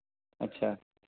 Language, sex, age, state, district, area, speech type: Punjabi, male, 30-45, Punjab, Mohali, urban, conversation